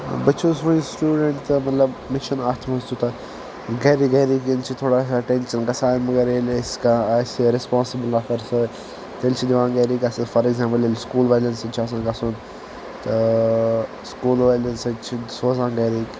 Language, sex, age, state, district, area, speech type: Kashmiri, male, 18-30, Jammu and Kashmir, Ganderbal, rural, spontaneous